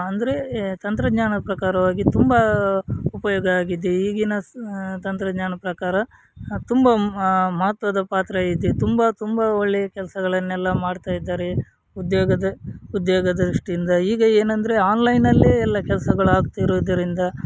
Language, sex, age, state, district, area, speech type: Kannada, male, 30-45, Karnataka, Udupi, rural, spontaneous